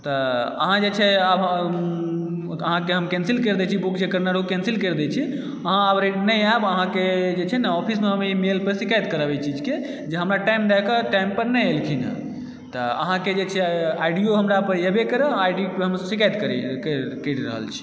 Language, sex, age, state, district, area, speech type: Maithili, male, 18-30, Bihar, Supaul, urban, spontaneous